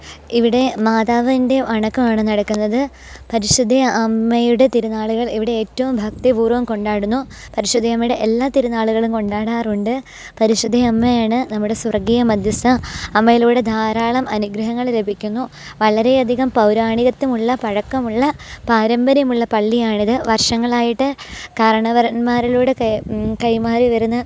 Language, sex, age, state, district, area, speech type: Malayalam, female, 18-30, Kerala, Pathanamthitta, rural, spontaneous